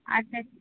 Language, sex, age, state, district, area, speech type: Bengali, female, 45-60, West Bengal, North 24 Parganas, urban, conversation